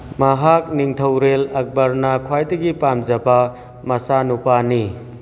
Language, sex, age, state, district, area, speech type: Manipuri, male, 45-60, Manipur, Churachandpur, rural, read